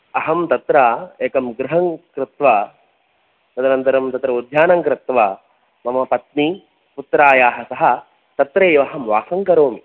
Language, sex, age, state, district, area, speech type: Sanskrit, male, 18-30, Karnataka, Dakshina Kannada, rural, conversation